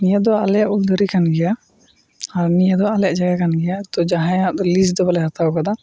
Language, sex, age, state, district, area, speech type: Santali, male, 18-30, West Bengal, Uttar Dinajpur, rural, spontaneous